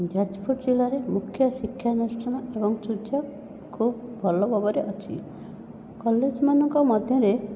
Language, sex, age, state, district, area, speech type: Odia, female, 18-30, Odisha, Jajpur, rural, spontaneous